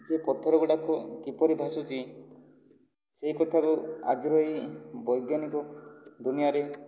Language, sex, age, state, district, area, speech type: Odia, male, 18-30, Odisha, Kandhamal, rural, spontaneous